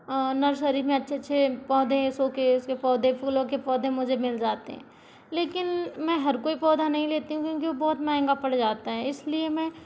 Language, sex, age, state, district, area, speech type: Hindi, female, 60+, Madhya Pradesh, Balaghat, rural, spontaneous